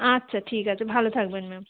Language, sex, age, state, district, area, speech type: Bengali, female, 30-45, West Bengal, Darjeeling, urban, conversation